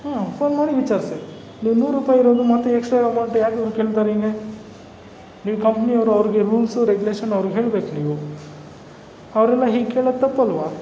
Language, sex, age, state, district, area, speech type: Kannada, male, 45-60, Karnataka, Kolar, rural, spontaneous